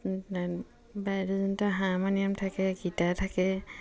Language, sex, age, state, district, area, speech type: Assamese, female, 45-60, Assam, Dibrugarh, rural, spontaneous